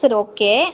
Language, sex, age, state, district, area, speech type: Tamil, female, 30-45, Tamil Nadu, Madurai, urban, conversation